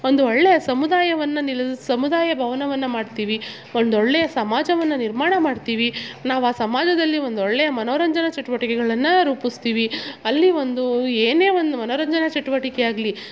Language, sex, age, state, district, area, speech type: Kannada, female, 30-45, Karnataka, Mandya, rural, spontaneous